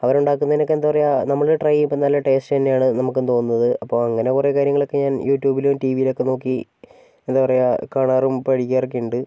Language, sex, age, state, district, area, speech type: Malayalam, male, 45-60, Kerala, Wayanad, rural, spontaneous